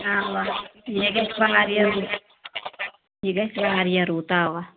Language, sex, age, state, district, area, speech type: Kashmiri, female, 18-30, Jammu and Kashmir, Kulgam, rural, conversation